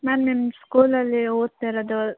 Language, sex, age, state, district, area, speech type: Kannada, female, 18-30, Karnataka, Hassan, urban, conversation